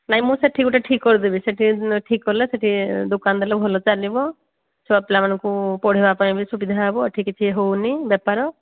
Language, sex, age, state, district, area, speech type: Odia, female, 45-60, Odisha, Angul, rural, conversation